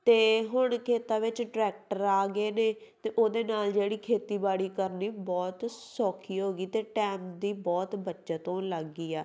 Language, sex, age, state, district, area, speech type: Punjabi, female, 18-30, Punjab, Tarn Taran, rural, spontaneous